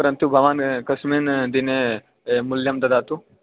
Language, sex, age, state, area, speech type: Sanskrit, male, 18-30, Bihar, rural, conversation